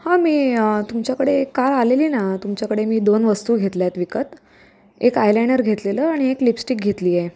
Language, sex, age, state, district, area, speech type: Marathi, female, 18-30, Maharashtra, Solapur, urban, spontaneous